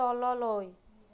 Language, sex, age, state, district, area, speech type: Assamese, female, 30-45, Assam, Nagaon, rural, read